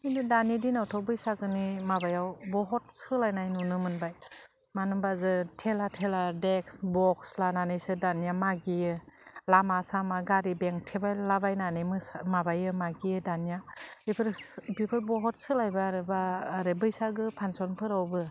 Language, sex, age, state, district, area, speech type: Bodo, female, 30-45, Assam, Udalguri, urban, spontaneous